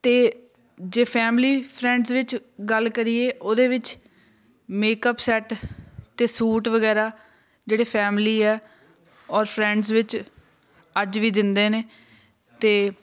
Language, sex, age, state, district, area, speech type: Punjabi, female, 30-45, Punjab, Shaheed Bhagat Singh Nagar, urban, spontaneous